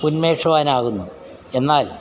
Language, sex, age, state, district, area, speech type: Malayalam, male, 60+, Kerala, Alappuzha, rural, spontaneous